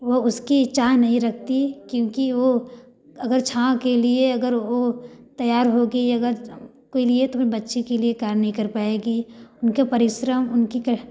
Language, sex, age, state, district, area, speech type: Hindi, female, 18-30, Uttar Pradesh, Varanasi, rural, spontaneous